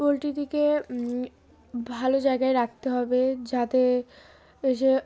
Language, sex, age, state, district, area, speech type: Bengali, female, 18-30, West Bengal, Darjeeling, urban, spontaneous